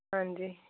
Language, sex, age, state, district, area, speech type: Dogri, female, 18-30, Jammu and Kashmir, Jammu, rural, conversation